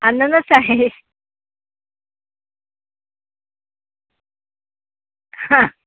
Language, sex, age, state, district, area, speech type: Marathi, female, 45-60, Maharashtra, Sangli, urban, conversation